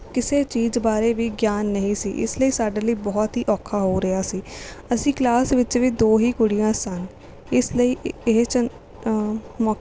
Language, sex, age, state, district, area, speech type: Punjabi, female, 18-30, Punjab, Rupnagar, rural, spontaneous